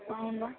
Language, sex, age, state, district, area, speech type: Telugu, female, 30-45, Andhra Pradesh, Visakhapatnam, urban, conversation